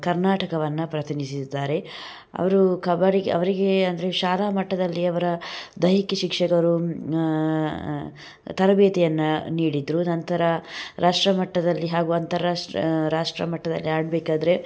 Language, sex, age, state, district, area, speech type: Kannada, female, 30-45, Karnataka, Udupi, rural, spontaneous